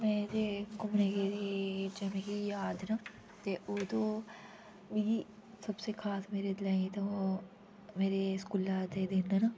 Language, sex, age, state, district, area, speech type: Dogri, female, 18-30, Jammu and Kashmir, Udhampur, urban, spontaneous